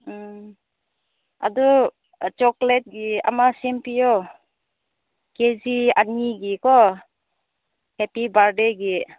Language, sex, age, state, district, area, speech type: Manipuri, female, 30-45, Manipur, Senapati, rural, conversation